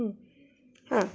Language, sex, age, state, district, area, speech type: Kannada, female, 30-45, Karnataka, Gadag, rural, spontaneous